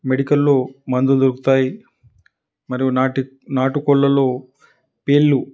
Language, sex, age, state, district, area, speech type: Telugu, male, 30-45, Telangana, Karimnagar, rural, spontaneous